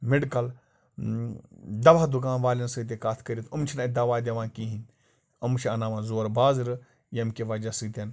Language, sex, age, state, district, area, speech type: Kashmiri, male, 30-45, Jammu and Kashmir, Bandipora, rural, spontaneous